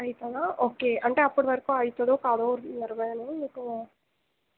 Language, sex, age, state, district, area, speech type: Telugu, female, 18-30, Telangana, Mancherial, rural, conversation